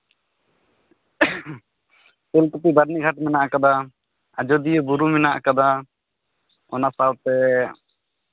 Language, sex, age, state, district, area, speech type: Santali, male, 18-30, West Bengal, Purulia, rural, conversation